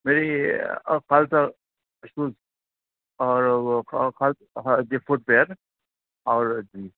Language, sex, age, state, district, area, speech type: Urdu, male, 45-60, Uttar Pradesh, Rampur, urban, conversation